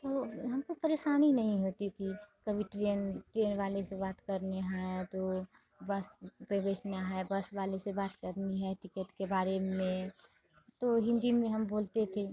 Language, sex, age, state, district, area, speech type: Hindi, female, 30-45, Bihar, Madhepura, rural, spontaneous